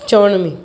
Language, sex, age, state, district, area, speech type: Sindhi, female, 45-60, Maharashtra, Mumbai Suburban, urban, spontaneous